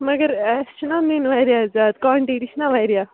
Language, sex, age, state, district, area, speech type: Kashmiri, female, 18-30, Jammu and Kashmir, Bandipora, rural, conversation